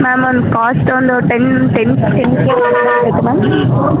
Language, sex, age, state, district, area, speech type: Kannada, female, 30-45, Karnataka, Hassan, urban, conversation